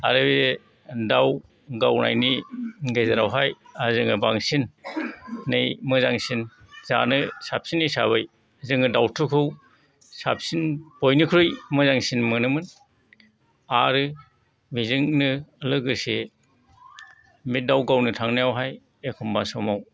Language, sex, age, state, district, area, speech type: Bodo, male, 60+, Assam, Kokrajhar, rural, spontaneous